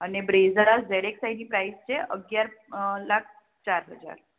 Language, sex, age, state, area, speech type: Gujarati, female, 30-45, Gujarat, urban, conversation